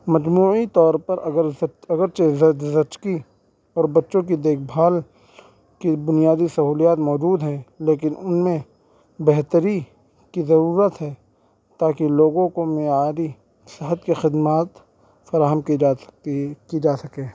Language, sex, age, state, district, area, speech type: Urdu, male, 18-30, Uttar Pradesh, Saharanpur, urban, spontaneous